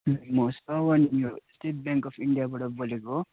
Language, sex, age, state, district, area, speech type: Nepali, male, 18-30, West Bengal, Darjeeling, rural, conversation